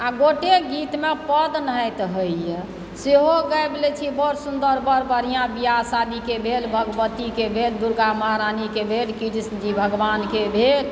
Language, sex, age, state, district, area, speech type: Maithili, male, 60+, Bihar, Supaul, rural, spontaneous